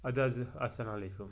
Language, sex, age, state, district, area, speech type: Kashmiri, male, 30-45, Jammu and Kashmir, Pulwama, rural, spontaneous